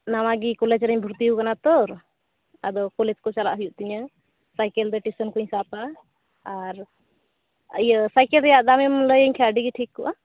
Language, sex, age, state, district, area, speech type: Santali, female, 18-30, West Bengal, Uttar Dinajpur, rural, conversation